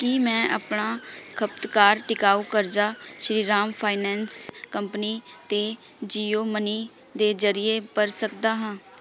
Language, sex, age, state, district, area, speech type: Punjabi, female, 18-30, Punjab, Shaheed Bhagat Singh Nagar, rural, read